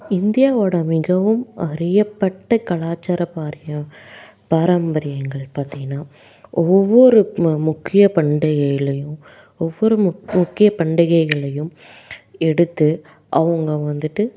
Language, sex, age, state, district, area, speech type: Tamil, female, 18-30, Tamil Nadu, Salem, urban, spontaneous